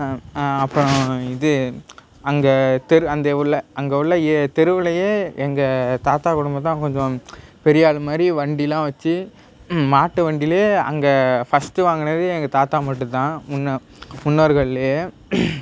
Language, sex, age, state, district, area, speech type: Tamil, male, 18-30, Tamil Nadu, Nagapattinam, rural, spontaneous